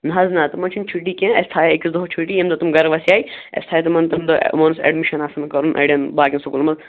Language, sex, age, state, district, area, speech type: Kashmiri, male, 18-30, Jammu and Kashmir, Shopian, urban, conversation